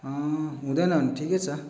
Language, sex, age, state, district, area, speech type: Nepali, male, 45-60, West Bengal, Darjeeling, rural, spontaneous